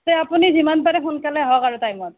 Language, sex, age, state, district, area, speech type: Assamese, female, 30-45, Assam, Nalbari, rural, conversation